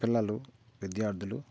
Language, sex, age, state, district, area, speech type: Telugu, male, 45-60, Andhra Pradesh, Bapatla, rural, spontaneous